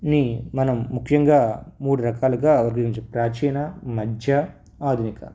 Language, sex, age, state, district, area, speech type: Telugu, male, 30-45, Andhra Pradesh, East Godavari, rural, spontaneous